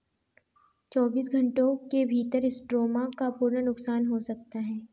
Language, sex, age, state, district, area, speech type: Hindi, female, 18-30, Madhya Pradesh, Ujjain, urban, read